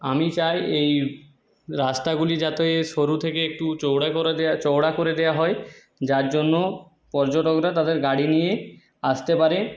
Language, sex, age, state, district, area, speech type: Bengali, male, 30-45, West Bengal, Jhargram, rural, spontaneous